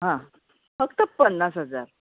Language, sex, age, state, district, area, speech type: Marathi, female, 60+, Maharashtra, Mumbai Suburban, urban, conversation